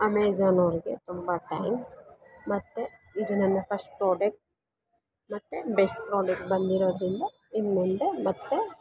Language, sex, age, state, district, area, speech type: Kannada, female, 45-60, Karnataka, Kolar, rural, spontaneous